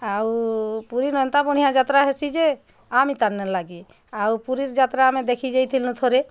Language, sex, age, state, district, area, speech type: Odia, female, 45-60, Odisha, Bargarh, urban, spontaneous